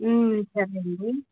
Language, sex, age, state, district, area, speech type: Telugu, female, 18-30, Andhra Pradesh, Annamaya, rural, conversation